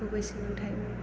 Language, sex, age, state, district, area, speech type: Bodo, female, 18-30, Assam, Chirang, rural, spontaneous